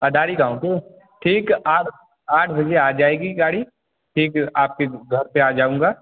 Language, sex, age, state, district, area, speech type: Hindi, male, 18-30, Uttar Pradesh, Jaunpur, urban, conversation